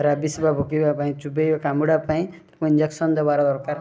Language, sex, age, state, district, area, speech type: Odia, male, 18-30, Odisha, Rayagada, rural, spontaneous